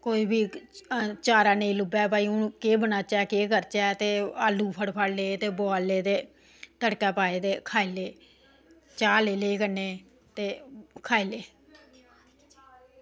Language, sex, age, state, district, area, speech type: Dogri, female, 45-60, Jammu and Kashmir, Samba, rural, spontaneous